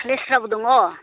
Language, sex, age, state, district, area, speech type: Bodo, female, 45-60, Assam, Baksa, rural, conversation